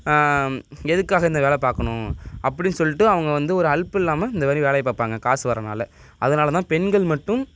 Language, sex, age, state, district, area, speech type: Tamil, male, 18-30, Tamil Nadu, Nagapattinam, rural, spontaneous